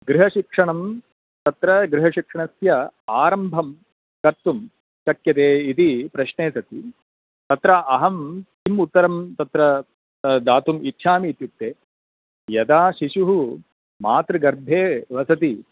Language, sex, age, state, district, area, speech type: Sanskrit, male, 45-60, Karnataka, Bangalore Urban, urban, conversation